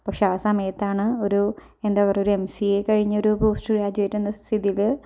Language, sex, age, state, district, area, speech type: Malayalam, female, 30-45, Kerala, Thrissur, urban, spontaneous